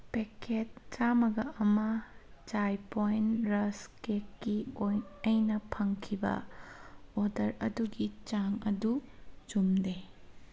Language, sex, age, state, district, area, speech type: Manipuri, female, 30-45, Manipur, Kangpokpi, urban, read